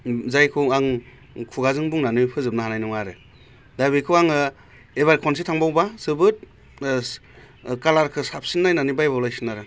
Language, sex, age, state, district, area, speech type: Bodo, male, 30-45, Assam, Baksa, urban, spontaneous